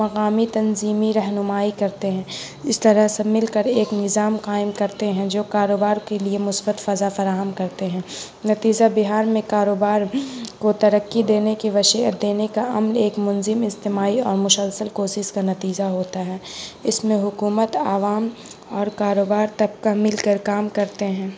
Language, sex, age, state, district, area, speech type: Urdu, female, 18-30, Bihar, Gaya, urban, spontaneous